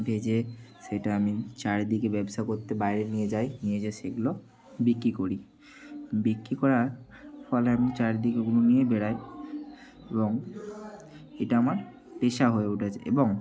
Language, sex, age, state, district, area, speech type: Bengali, male, 30-45, West Bengal, Bankura, urban, spontaneous